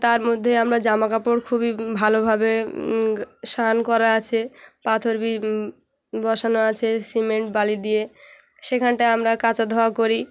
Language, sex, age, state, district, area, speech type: Bengali, female, 18-30, West Bengal, Hooghly, urban, spontaneous